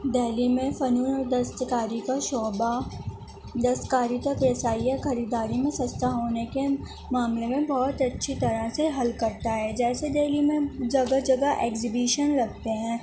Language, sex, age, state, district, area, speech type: Urdu, female, 18-30, Delhi, Central Delhi, urban, spontaneous